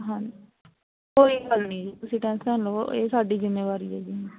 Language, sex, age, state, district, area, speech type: Punjabi, female, 18-30, Punjab, Barnala, rural, conversation